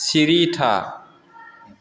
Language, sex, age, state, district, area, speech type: Bodo, male, 45-60, Assam, Chirang, urban, read